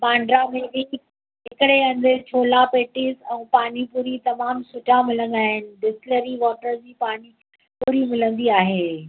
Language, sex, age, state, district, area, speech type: Sindhi, female, 45-60, Maharashtra, Mumbai Suburban, urban, conversation